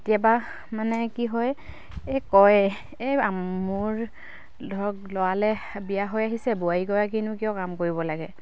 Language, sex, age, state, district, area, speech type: Assamese, female, 45-60, Assam, Dibrugarh, rural, spontaneous